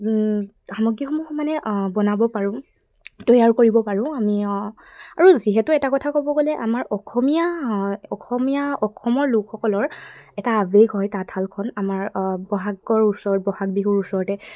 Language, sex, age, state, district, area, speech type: Assamese, female, 18-30, Assam, Sivasagar, rural, spontaneous